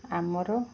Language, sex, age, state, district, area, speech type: Odia, female, 45-60, Odisha, Koraput, urban, spontaneous